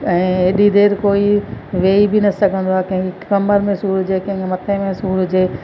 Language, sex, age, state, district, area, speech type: Sindhi, female, 45-60, Gujarat, Kutch, rural, spontaneous